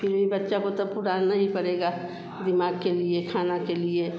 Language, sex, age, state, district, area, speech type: Hindi, female, 60+, Bihar, Vaishali, urban, spontaneous